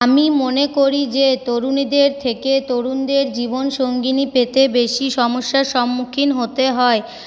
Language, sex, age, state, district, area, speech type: Bengali, female, 18-30, West Bengal, Paschim Bardhaman, rural, spontaneous